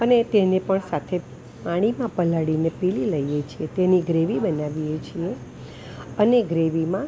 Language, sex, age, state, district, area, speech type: Gujarati, female, 60+, Gujarat, Valsad, urban, spontaneous